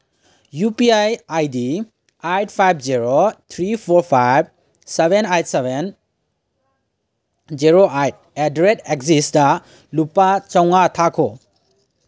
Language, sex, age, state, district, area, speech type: Manipuri, male, 18-30, Manipur, Kangpokpi, urban, read